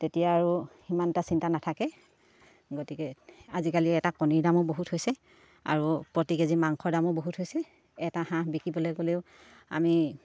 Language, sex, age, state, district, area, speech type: Assamese, female, 30-45, Assam, Sivasagar, rural, spontaneous